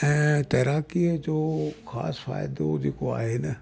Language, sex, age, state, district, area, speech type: Sindhi, male, 60+, Delhi, South Delhi, urban, spontaneous